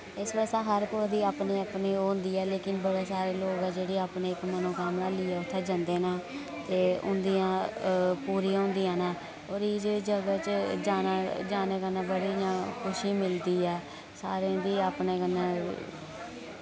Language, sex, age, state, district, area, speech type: Dogri, female, 18-30, Jammu and Kashmir, Kathua, rural, spontaneous